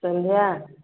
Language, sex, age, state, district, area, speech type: Odia, female, 45-60, Odisha, Angul, rural, conversation